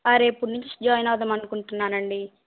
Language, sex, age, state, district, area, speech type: Telugu, female, 18-30, Andhra Pradesh, Kadapa, rural, conversation